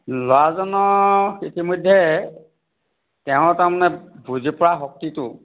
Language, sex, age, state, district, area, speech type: Assamese, male, 60+, Assam, Charaideo, urban, conversation